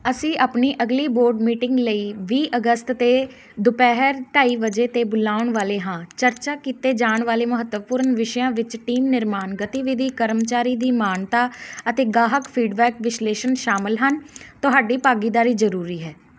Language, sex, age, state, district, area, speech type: Punjabi, female, 18-30, Punjab, Muktsar, rural, read